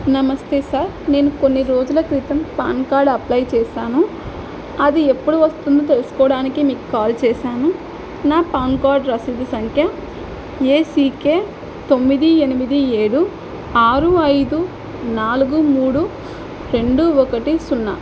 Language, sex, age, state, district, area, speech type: Telugu, female, 18-30, Andhra Pradesh, Nandyal, urban, spontaneous